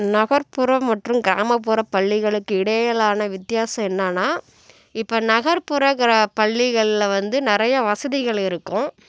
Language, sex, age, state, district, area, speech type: Tamil, female, 45-60, Tamil Nadu, Cuddalore, rural, spontaneous